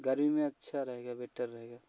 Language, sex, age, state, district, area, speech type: Hindi, male, 18-30, Uttar Pradesh, Jaunpur, rural, spontaneous